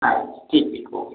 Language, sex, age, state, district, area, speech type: Marathi, male, 60+, Maharashtra, Yavatmal, urban, conversation